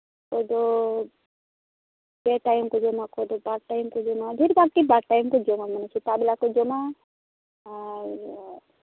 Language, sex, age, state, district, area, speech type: Santali, female, 18-30, West Bengal, Uttar Dinajpur, rural, conversation